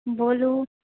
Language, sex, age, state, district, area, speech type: Maithili, female, 30-45, Bihar, Purnia, urban, conversation